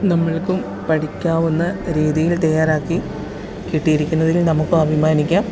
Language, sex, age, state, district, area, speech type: Malayalam, female, 30-45, Kerala, Pathanamthitta, rural, spontaneous